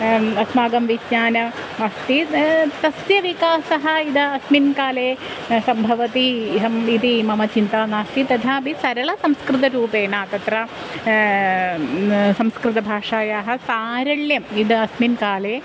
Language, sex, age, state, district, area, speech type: Sanskrit, female, 45-60, Kerala, Kottayam, rural, spontaneous